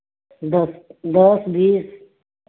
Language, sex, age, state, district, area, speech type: Hindi, female, 60+, Uttar Pradesh, Varanasi, rural, conversation